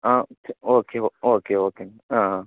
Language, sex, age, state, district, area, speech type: Tamil, male, 18-30, Tamil Nadu, Namakkal, rural, conversation